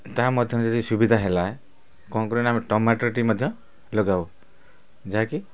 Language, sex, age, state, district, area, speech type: Odia, male, 30-45, Odisha, Kendrapara, urban, spontaneous